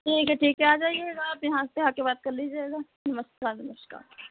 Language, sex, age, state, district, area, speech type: Hindi, female, 30-45, Uttar Pradesh, Sitapur, rural, conversation